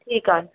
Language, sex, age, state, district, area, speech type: Sindhi, female, 30-45, Maharashtra, Mumbai Suburban, urban, conversation